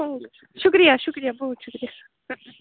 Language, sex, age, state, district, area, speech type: Urdu, female, 30-45, Jammu and Kashmir, Srinagar, urban, conversation